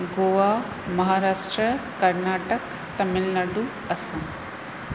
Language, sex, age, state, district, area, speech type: Sindhi, female, 45-60, Rajasthan, Ajmer, rural, spontaneous